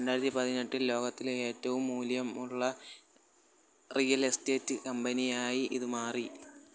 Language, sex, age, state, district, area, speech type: Malayalam, male, 18-30, Kerala, Kollam, rural, read